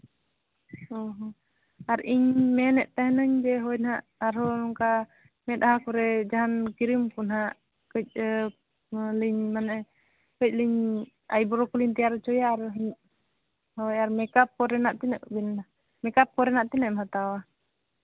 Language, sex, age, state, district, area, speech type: Santali, female, 18-30, Jharkhand, Seraikela Kharsawan, rural, conversation